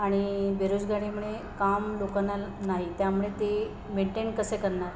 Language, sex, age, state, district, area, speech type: Marathi, female, 30-45, Maharashtra, Nagpur, urban, spontaneous